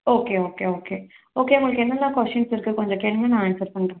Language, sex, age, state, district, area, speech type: Tamil, female, 18-30, Tamil Nadu, Kanchipuram, urban, conversation